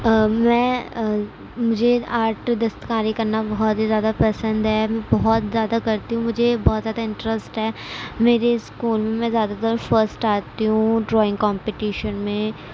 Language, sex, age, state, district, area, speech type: Urdu, female, 18-30, Uttar Pradesh, Gautam Buddha Nagar, rural, spontaneous